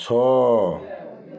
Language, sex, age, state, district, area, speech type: Odia, male, 45-60, Odisha, Balasore, rural, read